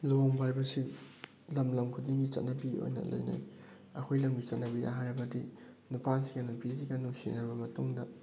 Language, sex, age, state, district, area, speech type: Manipuri, male, 18-30, Manipur, Thoubal, rural, spontaneous